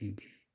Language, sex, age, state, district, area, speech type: Manipuri, male, 30-45, Manipur, Kakching, rural, spontaneous